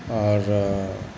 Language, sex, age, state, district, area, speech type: Maithili, male, 45-60, Bihar, Darbhanga, urban, spontaneous